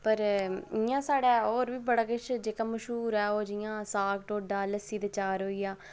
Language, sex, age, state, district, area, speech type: Dogri, female, 30-45, Jammu and Kashmir, Udhampur, urban, spontaneous